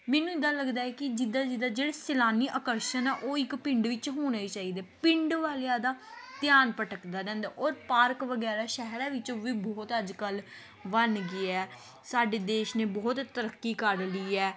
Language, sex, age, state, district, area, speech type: Punjabi, female, 18-30, Punjab, Gurdaspur, rural, spontaneous